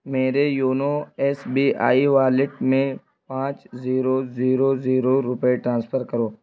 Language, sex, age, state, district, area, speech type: Urdu, male, 18-30, Uttar Pradesh, Balrampur, rural, read